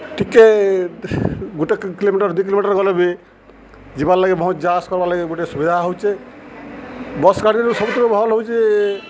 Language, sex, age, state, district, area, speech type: Odia, male, 45-60, Odisha, Subarnapur, urban, spontaneous